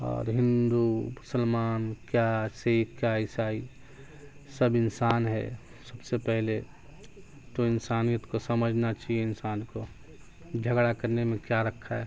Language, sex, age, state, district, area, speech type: Urdu, male, 18-30, Bihar, Darbhanga, urban, spontaneous